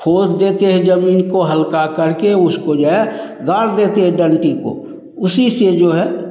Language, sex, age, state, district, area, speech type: Hindi, male, 60+, Bihar, Begusarai, rural, spontaneous